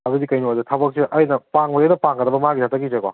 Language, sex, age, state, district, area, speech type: Manipuri, male, 18-30, Manipur, Kangpokpi, urban, conversation